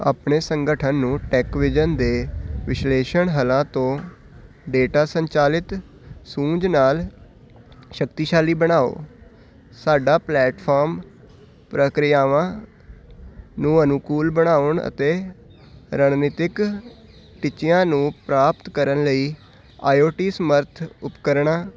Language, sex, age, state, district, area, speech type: Punjabi, male, 18-30, Punjab, Hoshiarpur, urban, read